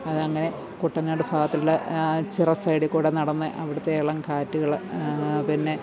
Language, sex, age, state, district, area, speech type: Malayalam, female, 60+, Kerala, Pathanamthitta, rural, spontaneous